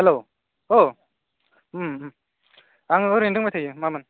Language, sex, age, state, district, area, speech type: Bodo, male, 18-30, Assam, Udalguri, urban, conversation